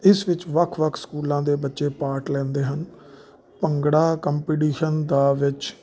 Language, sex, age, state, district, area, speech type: Punjabi, male, 30-45, Punjab, Jalandhar, urban, spontaneous